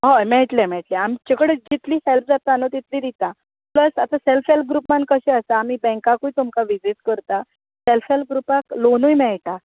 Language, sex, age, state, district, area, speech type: Goan Konkani, female, 30-45, Goa, Bardez, rural, conversation